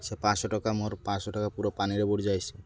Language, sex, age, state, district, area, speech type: Odia, male, 18-30, Odisha, Malkangiri, urban, spontaneous